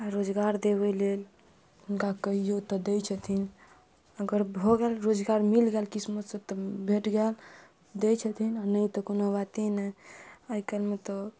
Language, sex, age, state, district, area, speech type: Maithili, female, 30-45, Bihar, Madhubani, rural, spontaneous